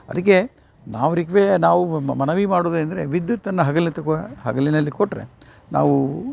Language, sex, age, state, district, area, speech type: Kannada, male, 60+, Karnataka, Dharwad, rural, spontaneous